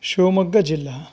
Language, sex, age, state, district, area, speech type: Sanskrit, male, 45-60, Karnataka, Davanagere, rural, spontaneous